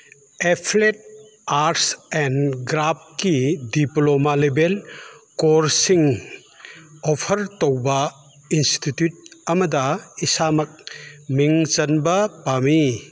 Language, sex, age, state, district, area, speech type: Manipuri, male, 60+, Manipur, Chandel, rural, read